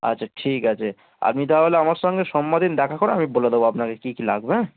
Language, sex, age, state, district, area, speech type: Bengali, male, 18-30, West Bengal, Darjeeling, rural, conversation